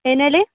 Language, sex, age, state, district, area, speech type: Kannada, female, 18-30, Karnataka, Uttara Kannada, rural, conversation